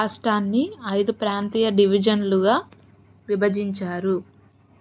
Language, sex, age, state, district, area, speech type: Telugu, female, 30-45, Andhra Pradesh, Guntur, rural, read